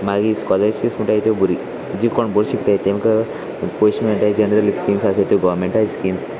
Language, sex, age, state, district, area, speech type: Goan Konkani, male, 18-30, Goa, Salcete, rural, spontaneous